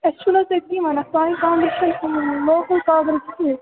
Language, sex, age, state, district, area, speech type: Kashmiri, female, 18-30, Jammu and Kashmir, Bandipora, rural, conversation